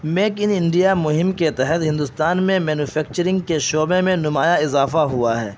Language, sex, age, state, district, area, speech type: Urdu, male, 18-30, Uttar Pradesh, Saharanpur, urban, spontaneous